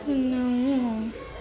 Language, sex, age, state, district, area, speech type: Kannada, female, 18-30, Karnataka, Gadag, urban, spontaneous